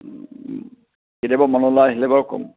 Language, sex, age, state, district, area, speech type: Assamese, male, 60+, Assam, Kamrup Metropolitan, urban, conversation